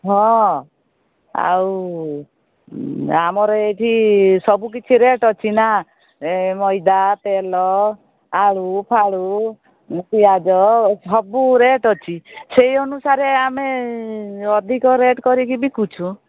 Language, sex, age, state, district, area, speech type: Odia, female, 45-60, Odisha, Sundergarh, rural, conversation